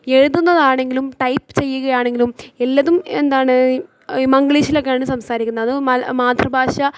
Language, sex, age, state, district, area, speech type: Malayalam, female, 18-30, Kerala, Thrissur, urban, spontaneous